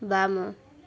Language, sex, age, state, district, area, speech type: Odia, female, 18-30, Odisha, Subarnapur, urban, read